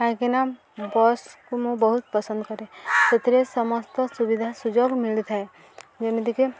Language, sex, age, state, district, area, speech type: Odia, female, 18-30, Odisha, Subarnapur, rural, spontaneous